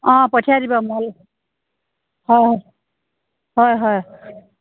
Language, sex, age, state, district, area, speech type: Assamese, female, 30-45, Assam, Dhemaji, rural, conversation